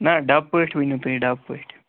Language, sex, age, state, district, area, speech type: Kashmiri, male, 45-60, Jammu and Kashmir, Srinagar, urban, conversation